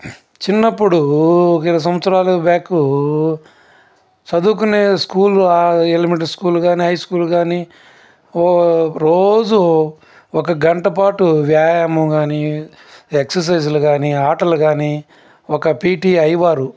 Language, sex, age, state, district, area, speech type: Telugu, male, 45-60, Andhra Pradesh, Nellore, urban, spontaneous